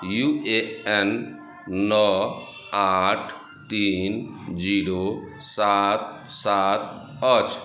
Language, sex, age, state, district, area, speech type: Maithili, male, 45-60, Bihar, Madhubani, rural, read